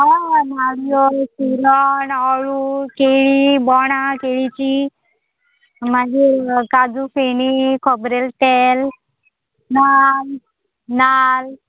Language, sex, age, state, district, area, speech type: Goan Konkani, female, 45-60, Goa, Murmgao, rural, conversation